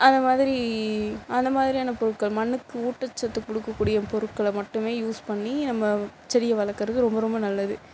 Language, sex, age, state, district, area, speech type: Tamil, female, 60+, Tamil Nadu, Mayiladuthurai, rural, spontaneous